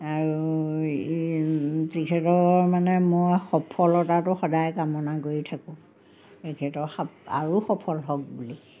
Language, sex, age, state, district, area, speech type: Assamese, female, 60+, Assam, Majuli, urban, spontaneous